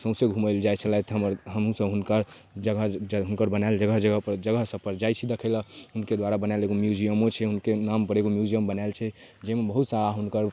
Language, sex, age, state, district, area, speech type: Maithili, male, 18-30, Bihar, Darbhanga, urban, spontaneous